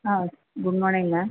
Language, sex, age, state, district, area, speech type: Tamil, female, 18-30, Tamil Nadu, Madurai, rural, conversation